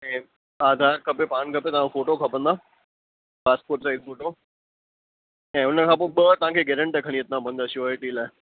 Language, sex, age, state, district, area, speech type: Sindhi, male, 30-45, Gujarat, Kutch, rural, conversation